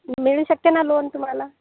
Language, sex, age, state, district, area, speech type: Marathi, female, 45-60, Maharashtra, Akola, rural, conversation